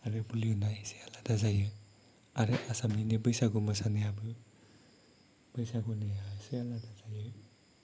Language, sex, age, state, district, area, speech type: Bodo, male, 30-45, Assam, Kokrajhar, rural, spontaneous